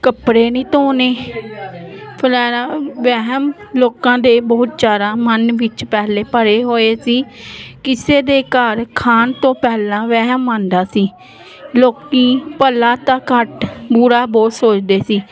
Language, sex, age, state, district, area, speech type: Punjabi, female, 30-45, Punjab, Jalandhar, urban, spontaneous